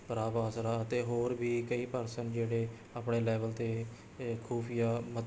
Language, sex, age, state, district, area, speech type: Punjabi, male, 18-30, Punjab, Rupnagar, urban, spontaneous